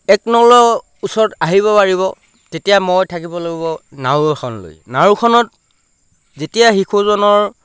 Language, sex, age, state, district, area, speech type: Assamese, male, 30-45, Assam, Lakhimpur, rural, spontaneous